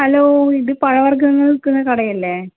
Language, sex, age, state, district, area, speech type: Malayalam, female, 30-45, Kerala, Kannur, rural, conversation